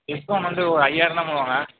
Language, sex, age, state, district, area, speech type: Tamil, male, 18-30, Tamil Nadu, Mayiladuthurai, rural, conversation